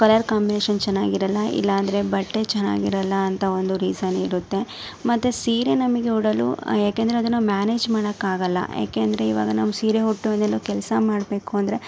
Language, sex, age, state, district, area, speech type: Kannada, female, 60+, Karnataka, Chikkaballapur, urban, spontaneous